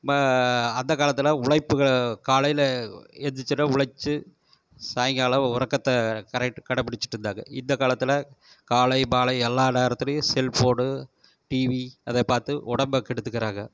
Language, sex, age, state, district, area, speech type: Tamil, male, 45-60, Tamil Nadu, Erode, rural, spontaneous